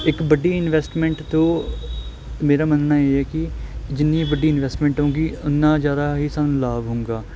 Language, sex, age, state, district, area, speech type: Punjabi, male, 18-30, Punjab, Kapurthala, rural, spontaneous